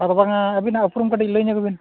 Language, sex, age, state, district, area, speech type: Santali, male, 45-60, Odisha, Mayurbhanj, rural, conversation